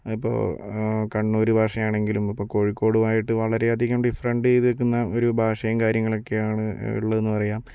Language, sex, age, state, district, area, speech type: Malayalam, male, 18-30, Kerala, Kozhikode, urban, spontaneous